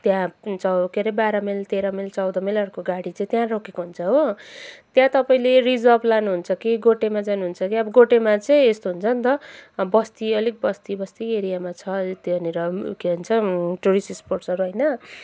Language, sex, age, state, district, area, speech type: Nepali, female, 18-30, West Bengal, Kalimpong, rural, spontaneous